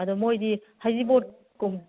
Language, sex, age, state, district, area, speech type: Manipuri, female, 45-60, Manipur, Kangpokpi, urban, conversation